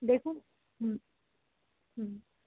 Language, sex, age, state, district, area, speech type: Bengali, female, 60+, West Bengal, Paschim Bardhaman, urban, conversation